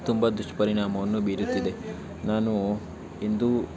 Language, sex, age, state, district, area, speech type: Kannada, male, 18-30, Karnataka, Tumkur, rural, spontaneous